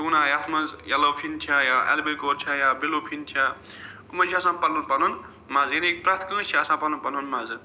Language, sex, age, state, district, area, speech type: Kashmiri, male, 45-60, Jammu and Kashmir, Srinagar, urban, spontaneous